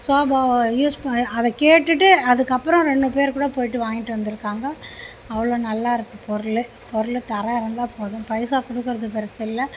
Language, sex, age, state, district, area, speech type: Tamil, female, 60+, Tamil Nadu, Mayiladuthurai, rural, spontaneous